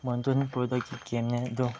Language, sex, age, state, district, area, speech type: Manipuri, male, 18-30, Manipur, Chandel, rural, spontaneous